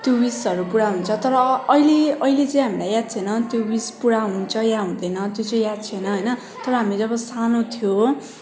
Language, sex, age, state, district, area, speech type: Nepali, female, 18-30, West Bengal, Darjeeling, rural, spontaneous